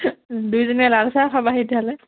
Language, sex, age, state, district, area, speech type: Assamese, female, 18-30, Assam, Charaideo, rural, conversation